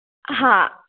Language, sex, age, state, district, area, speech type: Sanskrit, female, 18-30, Kerala, Kasaragod, rural, conversation